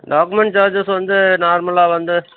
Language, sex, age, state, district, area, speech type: Tamil, male, 60+, Tamil Nadu, Dharmapuri, rural, conversation